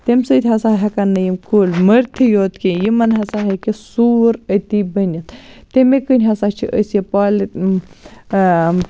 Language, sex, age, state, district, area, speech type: Kashmiri, female, 18-30, Jammu and Kashmir, Baramulla, rural, spontaneous